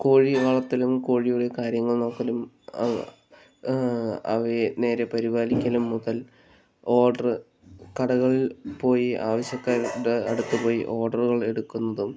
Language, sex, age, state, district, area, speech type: Malayalam, male, 60+, Kerala, Palakkad, rural, spontaneous